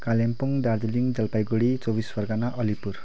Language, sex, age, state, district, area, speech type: Nepali, male, 30-45, West Bengal, Kalimpong, rural, spontaneous